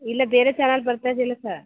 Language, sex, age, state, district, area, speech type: Kannada, female, 45-60, Karnataka, Mandya, rural, conversation